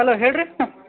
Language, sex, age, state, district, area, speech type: Kannada, male, 30-45, Karnataka, Belgaum, urban, conversation